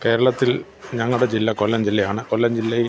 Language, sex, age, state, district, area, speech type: Malayalam, male, 60+, Kerala, Kollam, rural, spontaneous